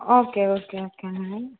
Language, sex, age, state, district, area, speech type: Tamil, female, 30-45, Tamil Nadu, Nilgiris, urban, conversation